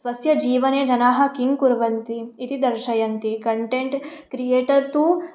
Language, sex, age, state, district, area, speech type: Sanskrit, female, 18-30, Maharashtra, Mumbai Suburban, urban, spontaneous